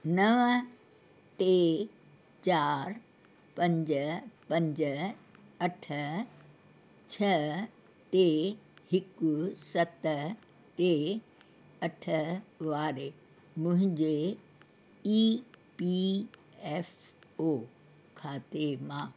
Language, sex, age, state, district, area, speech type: Sindhi, female, 60+, Uttar Pradesh, Lucknow, urban, read